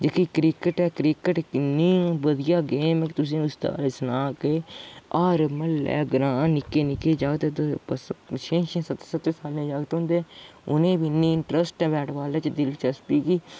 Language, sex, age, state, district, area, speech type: Dogri, male, 18-30, Jammu and Kashmir, Udhampur, rural, spontaneous